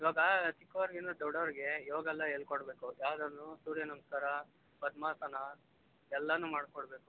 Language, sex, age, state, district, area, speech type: Kannada, male, 30-45, Karnataka, Bangalore Rural, urban, conversation